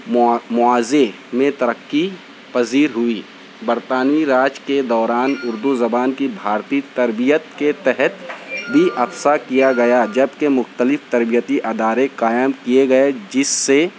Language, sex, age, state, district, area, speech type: Urdu, male, 30-45, Maharashtra, Nashik, urban, spontaneous